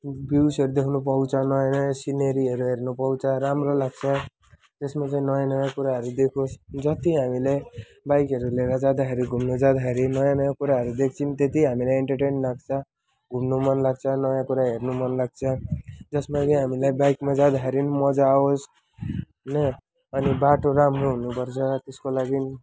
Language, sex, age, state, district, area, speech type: Nepali, male, 18-30, West Bengal, Jalpaiguri, rural, spontaneous